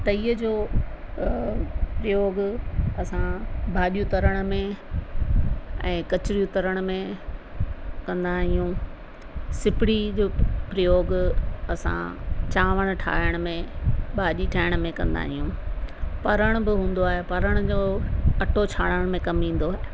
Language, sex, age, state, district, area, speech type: Sindhi, female, 60+, Rajasthan, Ajmer, urban, spontaneous